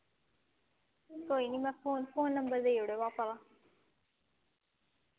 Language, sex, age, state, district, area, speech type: Dogri, female, 18-30, Jammu and Kashmir, Samba, rural, conversation